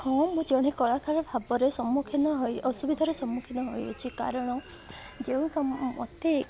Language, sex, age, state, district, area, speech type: Odia, male, 18-30, Odisha, Koraput, urban, spontaneous